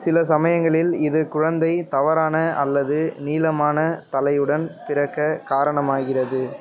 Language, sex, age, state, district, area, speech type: Tamil, male, 18-30, Tamil Nadu, Perambalur, urban, read